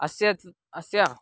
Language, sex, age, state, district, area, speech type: Sanskrit, male, 18-30, Karnataka, Mysore, urban, spontaneous